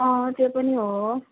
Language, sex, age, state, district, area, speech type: Nepali, female, 18-30, West Bengal, Jalpaiguri, urban, conversation